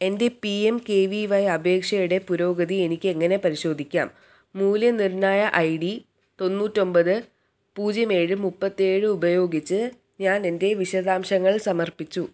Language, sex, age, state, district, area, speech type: Malayalam, female, 18-30, Kerala, Thiruvananthapuram, urban, read